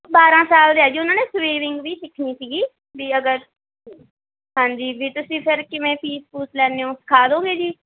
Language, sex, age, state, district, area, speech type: Punjabi, female, 18-30, Punjab, Barnala, rural, conversation